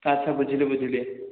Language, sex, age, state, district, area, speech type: Odia, male, 18-30, Odisha, Dhenkanal, rural, conversation